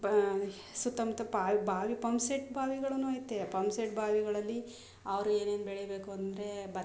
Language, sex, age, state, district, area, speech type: Kannada, female, 45-60, Karnataka, Mysore, rural, spontaneous